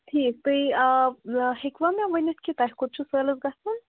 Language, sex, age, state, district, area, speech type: Kashmiri, female, 18-30, Jammu and Kashmir, Bandipora, rural, conversation